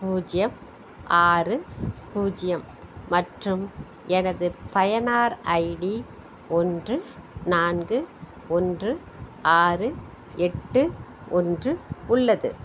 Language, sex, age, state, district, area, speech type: Tamil, female, 60+, Tamil Nadu, Madurai, rural, read